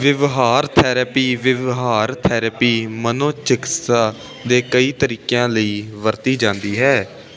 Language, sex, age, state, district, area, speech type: Punjabi, male, 18-30, Punjab, Ludhiana, urban, read